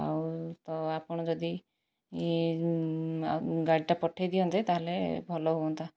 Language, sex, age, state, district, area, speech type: Odia, female, 45-60, Odisha, Kandhamal, rural, spontaneous